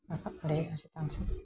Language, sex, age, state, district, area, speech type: Santali, female, 60+, West Bengal, Bankura, rural, spontaneous